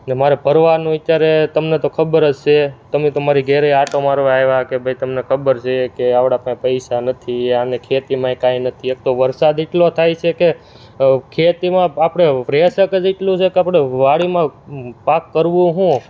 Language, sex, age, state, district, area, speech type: Gujarati, male, 18-30, Gujarat, Surat, rural, spontaneous